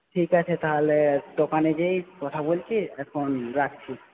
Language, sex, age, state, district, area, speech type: Bengali, male, 18-30, West Bengal, Paschim Medinipur, rural, conversation